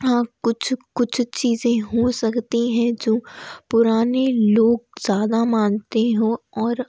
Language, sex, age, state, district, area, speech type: Hindi, female, 18-30, Madhya Pradesh, Ujjain, urban, spontaneous